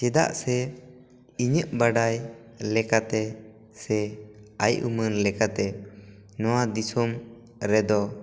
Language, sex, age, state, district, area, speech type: Santali, male, 18-30, West Bengal, Bankura, rural, spontaneous